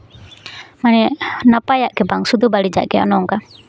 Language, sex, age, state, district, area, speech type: Santali, female, 18-30, West Bengal, Jhargram, rural, spontaneous